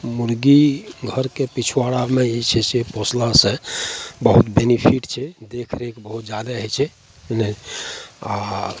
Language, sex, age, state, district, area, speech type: Maithili, male, 60+, Bihar, Madhepura, rural, spontaneous